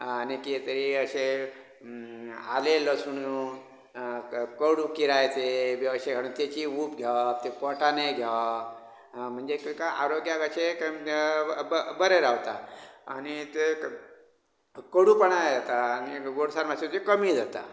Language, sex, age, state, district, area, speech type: Goan Konkani, male, 45-60, Goa, Bardez, rural, spontaneous